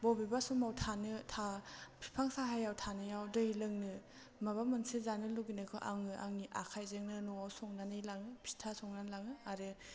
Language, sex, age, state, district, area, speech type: Bodo, female, 30-45, Assam, Chirang, urban, spontaneous